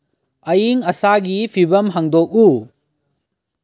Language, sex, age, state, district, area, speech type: Manipuri, male, 18-30, Manipur, Kangpokpi, urban, read